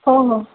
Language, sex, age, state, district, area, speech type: Marathi, female, 18-30, Maharashtra, Ahmednagar, rural, conversation